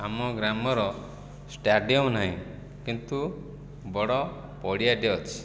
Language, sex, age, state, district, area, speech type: Odia, male, 45-60, Odisha, Jajpur, rural, spontaneous